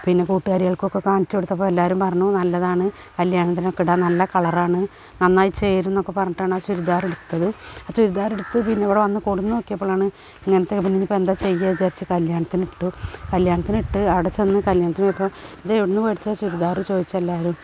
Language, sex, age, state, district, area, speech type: Malayalam, female, 45-60, Kerala, Malappuram, rural, spontaneous